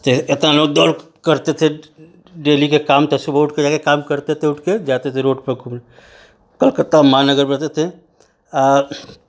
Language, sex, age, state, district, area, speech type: Hindi, male, 45-60, Uttar Pradesh, Ghazipur, rural, spontaneous